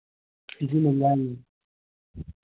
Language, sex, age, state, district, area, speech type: Hindi, male, 18-30, Madhya Pradesh, Betul, rural, conversation